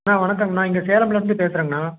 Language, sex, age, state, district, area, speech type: Tamil, male, 30-45, Tamil Nadu, Salem, rural, conversation